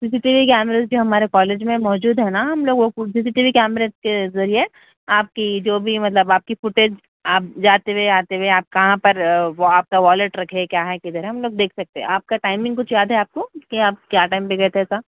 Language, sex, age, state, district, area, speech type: Urdu, female, 30-45, Telangana, Hyderabad, urban, conversation